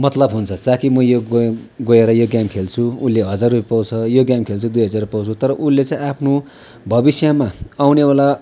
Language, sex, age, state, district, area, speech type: Nepali, male, 60+, West Bengal, Darjeeling, rural, spontaneous